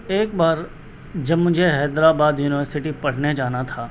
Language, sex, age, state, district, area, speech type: Urdu, male, 30-45, Delhi, South Delhi, urban, spontaneous